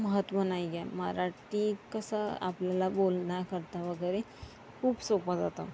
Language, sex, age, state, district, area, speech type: Marathi, female, 30-45, Maharashtra, Akola, urban, spontaneous